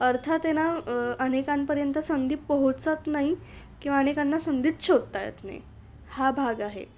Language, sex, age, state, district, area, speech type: Marathi, female, 18-30, Maharashtra, Nashik, urban, spontaneous